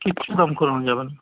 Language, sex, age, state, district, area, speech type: Bengali, male, 45-60, West Bengal, Howrah, urban, conversation